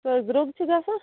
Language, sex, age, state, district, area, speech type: Kashmiri, female, 30-45, Jammu and Kashmir, Bandipora, rural, conversation